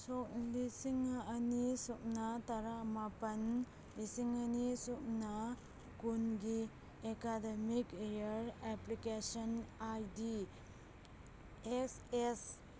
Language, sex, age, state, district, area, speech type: Manipuri, female, 30-45, Manipur, Kangpokpi, urban, read